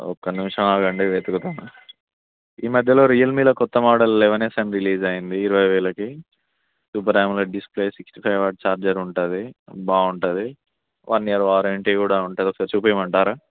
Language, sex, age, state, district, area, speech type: Telugu, male, 18-30, Telangana, Ranga Reddy, rural, conversation